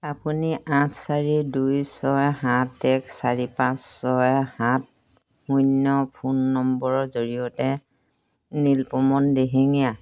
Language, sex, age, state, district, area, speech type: Assamese, female, 60+, Assam, Dhemaji, rural, read